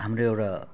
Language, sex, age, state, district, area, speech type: Nepali, male, 30-45, West Bengal, Alipurduar, urban, spontaneous